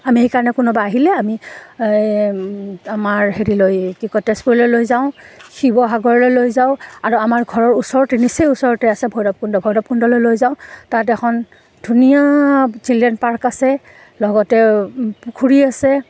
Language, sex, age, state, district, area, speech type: Assamese, female, 30-45, Assam, Udalguri, rural, spontaneous